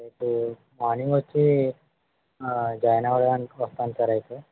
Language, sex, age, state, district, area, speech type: Telugu, male, 18-30, Andhra Pradesh, West Godavari, rural, conversation